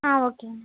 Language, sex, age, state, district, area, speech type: Tamil, female, 18-30, Tamil Nadu, Erode, rural, conversation